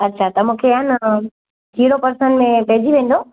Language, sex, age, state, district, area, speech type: Sindhi, female, 30-45, Gujarat, Kutch, rural, conversation